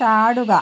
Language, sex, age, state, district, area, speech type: Malayalam, female, 60+, Kerala, Wayanad, rural, read